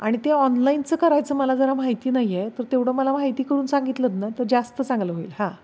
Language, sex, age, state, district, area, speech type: Marathi, female, 45-60, Maharashtra, Satara, urban, spontaneous